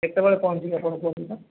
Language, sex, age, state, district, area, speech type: Odia, male, 30-45, Odisha, Jajpur, rural, conversation